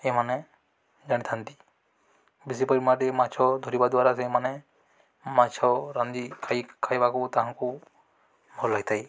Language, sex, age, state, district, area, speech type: Odia, male, 18-30, Odisha, Balangir, urban, spontaneous